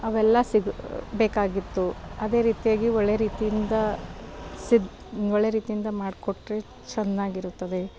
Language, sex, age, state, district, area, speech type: Kannada, female, 30-45, Karnataka, Bidar, urban, spontaneous